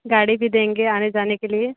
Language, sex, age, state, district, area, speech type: Hindi, female, 45-60, Uttar Pradesh, Sonbhadra, rural, conversation